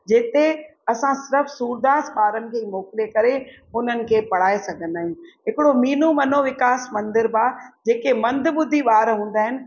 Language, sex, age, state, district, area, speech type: Sindhi, female, 60+, Rajasthan, Ajmer, urban, spontaneous